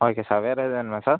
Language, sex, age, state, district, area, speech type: Tamil, male, 18-30, Tamil Nadu, Pudukkottai, rural, conversation